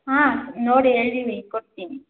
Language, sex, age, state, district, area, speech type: Kannada, female, 18-30, Karnataka, Hassan, rural, conversation